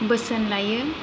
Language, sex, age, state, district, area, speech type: Bodo, female, 30-45, Assam, Kokrajhar, rural, spontaneous